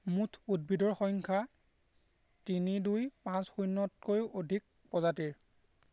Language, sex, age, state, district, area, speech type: Assamese, male, 18-30, Assam, Golaghat, rural, read